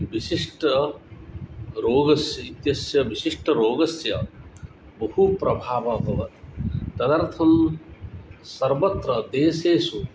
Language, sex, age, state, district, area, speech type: Sanskrit, male, 45-60, Odisha, Cuttack, rural, spontaneous